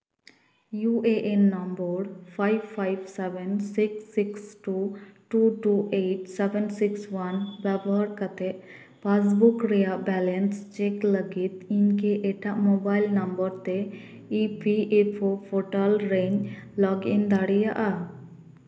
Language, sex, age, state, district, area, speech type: Santali, female, 18-30, West Bengal, Purba Bardhaman, rural, read